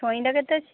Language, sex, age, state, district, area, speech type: Odia, female, 45-60, Odisha, Angul, rural, conversation